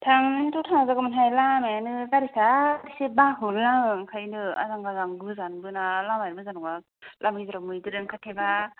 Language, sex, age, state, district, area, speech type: Bodo, female, 18-30, Assam, Kokrajhar, rural, conversation